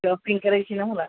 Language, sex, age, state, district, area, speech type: Marathi, female, 45-60, Maharashtra, Nanded, rural, conversation